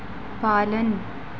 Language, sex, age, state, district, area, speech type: Hindi, female, 18-30, Madhya Pradesh, Narsinghpur, rural, read